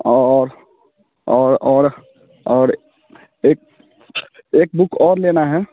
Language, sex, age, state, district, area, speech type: Hindi, male, 18-30, Bihar, Muzaffarpur, rural, conversation